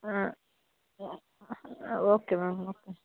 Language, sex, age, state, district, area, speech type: Malayalam, female, 45-60, Kerala, Kasaragod, rural, conversation